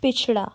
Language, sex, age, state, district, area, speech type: Dogri, female, 18-30, Jammu and Kashmir, Samba, urban, read